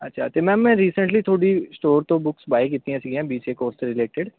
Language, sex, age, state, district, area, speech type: Punjabi, male, 18-30, Punjab, Ludhiana, urban, conversation